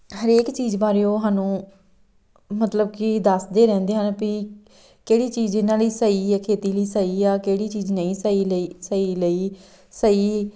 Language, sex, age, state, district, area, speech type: Punjabi, female, 30-45, Punjab, Tarn Taran, rural, spontaneous